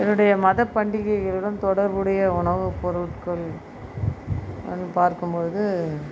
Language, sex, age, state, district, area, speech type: Tamil, female, 60+, Tamil Nadu, Viluppuram, rural, spontaneous